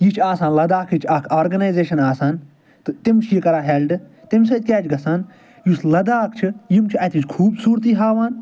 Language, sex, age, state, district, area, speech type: Kashmiri, male, 45-60, Jammu and Kashmir, Srinagar, urban, spontaneous